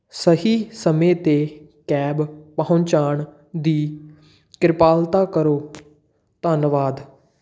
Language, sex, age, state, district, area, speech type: Punjabi, male, 18-30, Punjab, Patiala, urban, spontaneous